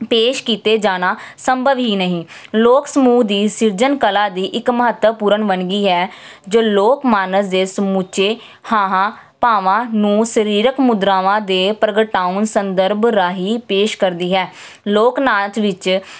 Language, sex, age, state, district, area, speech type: Punjabi, female, 18-30, Punjab, Jalandhar, urban, spontaneous